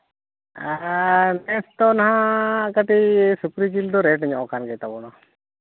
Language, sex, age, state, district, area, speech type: Santali, male, 60+, Jharkhand, East Singhbhum, rural, conversation